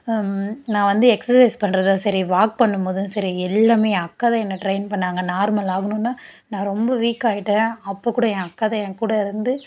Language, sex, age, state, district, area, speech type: Tamil, female, 18-30, Tamil Nadu, Dharmapuri, rural, spontaneous